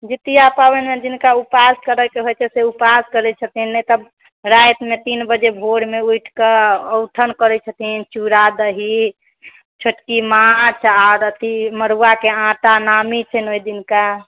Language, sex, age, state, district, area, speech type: Maithili, female, 30-45, Bihar, Sitamarhi, urban, conversation